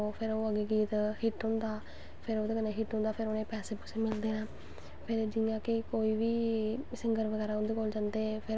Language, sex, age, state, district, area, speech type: Dogri, female, 18-30, Jammu and Kashmir, Samba, rural, spontaneous